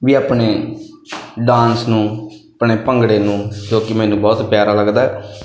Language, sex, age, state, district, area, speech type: Punjabi, male, 18-30, Punjab, Bathinda, rural, spontaneous